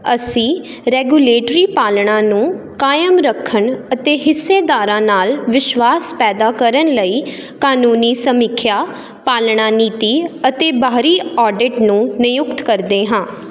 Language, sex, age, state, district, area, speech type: Punjabi, female, 18-30, Punjab, Jalandhar, urban, read